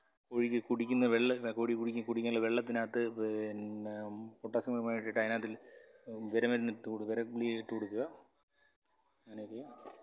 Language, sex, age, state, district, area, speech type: Malayalam, male, 45-60, Kerala, Kollam, rural, spontaneous